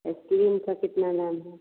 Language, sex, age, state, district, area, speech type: Hindi, female, 60+, Bihar, Vaishali, urban, conversation